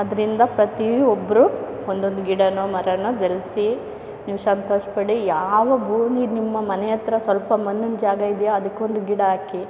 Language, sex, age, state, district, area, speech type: Kannada, female, 45-60, Karnataka, Chamarajanagar, rural, spontaneous